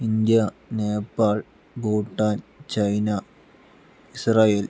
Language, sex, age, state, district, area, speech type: Malayalam, male, 60+, Kerala, Palakkad, rural, spontaneous